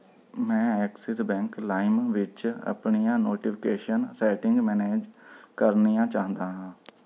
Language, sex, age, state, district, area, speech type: Punjabi, male, 30-45, Punjab, Rupnagar, rural, read